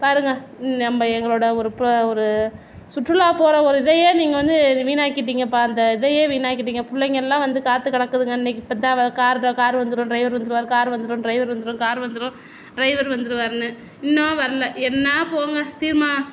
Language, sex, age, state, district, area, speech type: Tamil, female, 60+, Tamil Nadu, Tiruvarur, urban, spontaneous